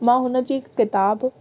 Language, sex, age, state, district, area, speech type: Sindhi, female, 18-30, Rajasthan, Ajmer, rural, spontaneous